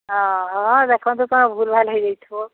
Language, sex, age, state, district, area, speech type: Odia, female, 45-60, Odisha, Sambalpur, rural, conversation